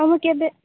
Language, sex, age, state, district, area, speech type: Odia, female, 18-30, Odisha, Malkangiri, urban, conversation